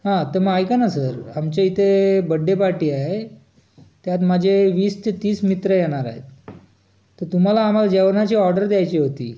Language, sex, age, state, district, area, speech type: Marathi, male, 18-30, Maharashtra, Raigad, urban, spontaneous